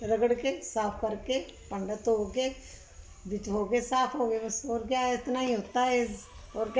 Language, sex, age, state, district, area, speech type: Punjabi, female, 60+, Punjab, Ludhiana, urban, spontaneous